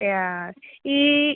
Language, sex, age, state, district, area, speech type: Malayalam, female, 18-30, Kerala, Kollam, rural, conversation